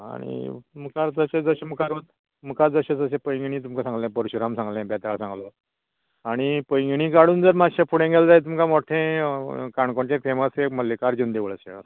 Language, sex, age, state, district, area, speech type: Goan Konkani, male, 60+, Goa, Canacona, rural, conversation